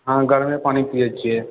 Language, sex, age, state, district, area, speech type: Maithili, male, 30-45, Bihar, Purnia, rural, conversation